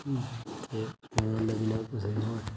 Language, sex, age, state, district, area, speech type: Dogri, male, 30-45, Jammu and Kashmir, Reasi, urban, spontaneous